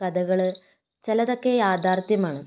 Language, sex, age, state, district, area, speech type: Malayalam, female, 18-30, Kerala, Kozhikode, urban, spontaneous